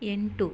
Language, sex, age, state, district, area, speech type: Kannada, female, 30-45, Karnataka, Mysore, urban, read